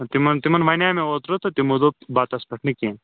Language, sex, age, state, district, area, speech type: Kashmiri, male, 18-30, Jammu and Kashmir, Shopian, urban, conversation